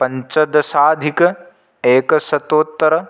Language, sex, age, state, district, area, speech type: Sanskrit, male, 18-30, Manipur, Kangpokpi, rural, spontaneous